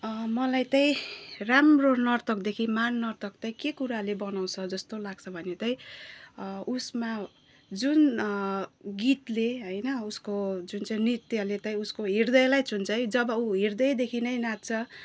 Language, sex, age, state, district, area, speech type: Nepali, female, 30-45, West Bengal, Jalpaiguri, urban, spontaneous